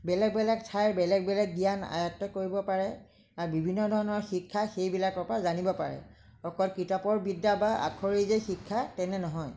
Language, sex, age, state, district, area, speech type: Assamese, female, 60+, Assam, Lakhimpur, rural, spontaneous